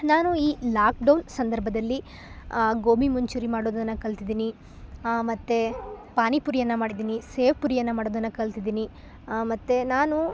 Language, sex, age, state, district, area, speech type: Kannada, female, 18-30, Karnataka, Chikkamagaluru, rural, spontaneous